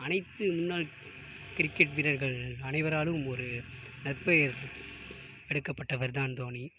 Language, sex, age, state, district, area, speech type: Tamil, male, 18-30, Tamil Nadu, Tiruvarur, urban, spontaneous